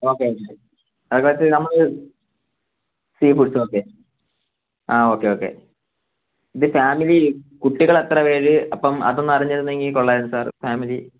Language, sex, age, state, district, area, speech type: Malayalam, male, 18-30, Kerala, Kollam, rural, conversation